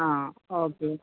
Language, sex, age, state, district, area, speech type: Malayalam, female, 30-45, Kerala, Malappuram, rural, conversation